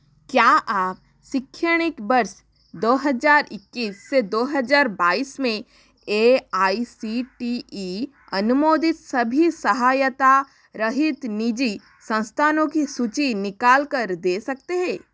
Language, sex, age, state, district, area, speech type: Hindi, female, 30-45, Rajasthan, Jodhpur, rural, read